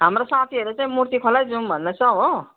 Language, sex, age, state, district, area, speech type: Nepali, female, 60+, West Bengal, Jalpaiguri, rural, conversation